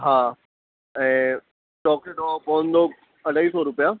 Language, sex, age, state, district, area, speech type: Sindhi, male, 30-45, Gujarat, Kutch, rural, conversation